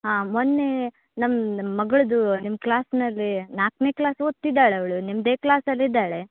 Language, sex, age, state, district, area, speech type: Kannada, female, 30-45, Karnataka, Uttara Kannada, rural, conversation